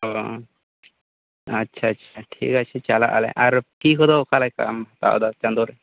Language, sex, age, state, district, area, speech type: Santali, male, 18-30, West Bengal, Bankura, rural, conversation